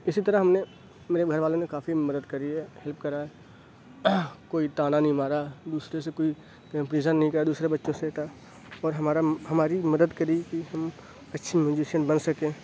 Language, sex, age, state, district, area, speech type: Urdu, male, 30-45, Uttar Pradesh, Aligarh, rural, spontaneous